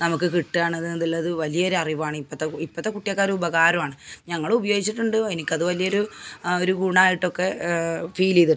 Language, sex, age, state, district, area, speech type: Malayalam, female, 45-60, Kerala, Malappuram, rural, spontaneous